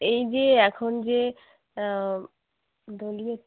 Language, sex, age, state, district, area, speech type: Bengali, female, 18-30, West Bengal, Uttar Dinajpur, urban, conversation